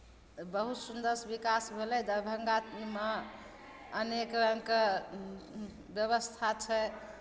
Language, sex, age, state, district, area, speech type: Maithili, female, 45-60, Bihar, Begusarai, urban, spontaneous